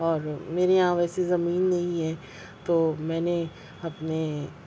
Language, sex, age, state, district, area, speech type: Urdu, female, 30-45, Maharashtra, Nashik, urban, spontaneous